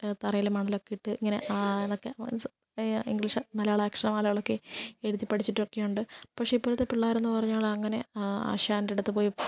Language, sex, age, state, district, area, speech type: Malayalam, female, 18-30, Kerala, Kottayam, rural, spontaneous